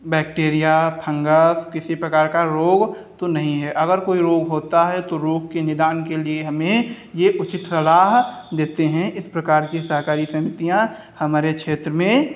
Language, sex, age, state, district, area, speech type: Hindi, male, 30-45, Uttar Pradesh, Hardoi, rural, spontaneous